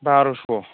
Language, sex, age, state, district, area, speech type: Bodo, male, 45-60, Assam, Kokrajhar, urban, conversation